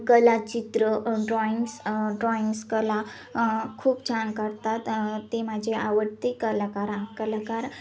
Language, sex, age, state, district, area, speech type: Marathi, female, 18-30, Maharashtra, Ahmednagar, rural, spontaneous